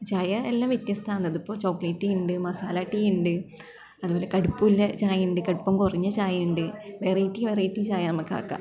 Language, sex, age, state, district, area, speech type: Malayalam, female, 18-30, Kerala, Kasaragod, rural, spontaneous